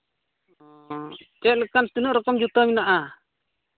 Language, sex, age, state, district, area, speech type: Santali, male, 18-30, Jharkhand, Pakur, rural, conversation